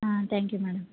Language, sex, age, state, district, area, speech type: Tamil, female, 18-30, Tamil Nadu, Mayiladuthurai, urban, conversation